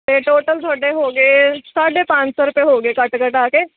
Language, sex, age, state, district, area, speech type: Punjabi, female, 18-30, Punjab, Firozpur, urban, conversation